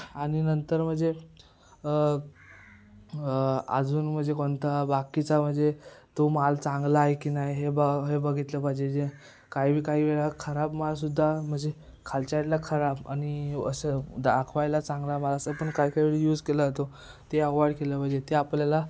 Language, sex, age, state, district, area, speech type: Marathi, male, 18-30, Maharashtra, Ratnagiri, rural, spontaneous